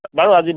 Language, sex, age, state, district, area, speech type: Assamese, male, 30-45, Assam, Darrang, rural, conversation